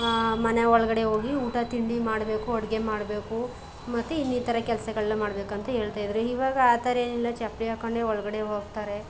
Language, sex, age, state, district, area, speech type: Kannada, female, 30-45, Karnataka, Chamarajanagar, rural, spontaneous